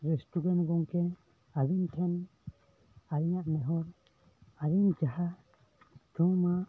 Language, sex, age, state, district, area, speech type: Santali, male, 18-30, West Bengal, Bankura, rural, spontaneous